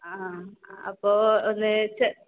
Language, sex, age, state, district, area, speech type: Malayalam, female, 18-30, Kerala, Kasaragod, rural, conversation